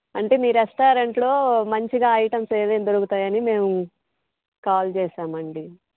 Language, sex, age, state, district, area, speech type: Telugu, female, 30-45, Andhra Pradesh, Bapatla, rural, conversation